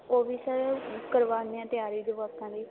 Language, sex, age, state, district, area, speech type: Punjabi, female, 18-30, Punjab, Fatehgarh Sahib, rural, conversation